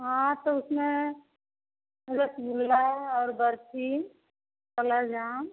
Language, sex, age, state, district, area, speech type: Hindi, female, 30-45, Uttar Pradesh, Azamgarh, rural, conversation